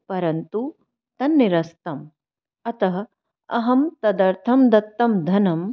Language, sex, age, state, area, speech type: Sanskrit, female, 30-45, Delhi, urban, spontaneous